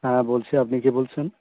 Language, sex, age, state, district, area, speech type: Bengali, male, 18-30, West Bengal, South 24 Parganas, rural, conversation